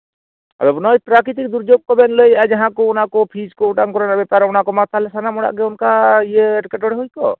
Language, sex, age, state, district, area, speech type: Santali, male, 45-60, West Bengal, Purulia, rural, conversation